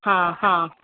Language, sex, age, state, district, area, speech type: Sindhi, female, 45-60, Uttar Pradesh, Lucknow, urban, conversation